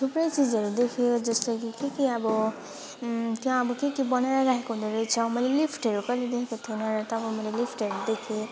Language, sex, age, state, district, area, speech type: Nepali, female, 18-30, West Bengal, Alipurduar, urban, spontaneous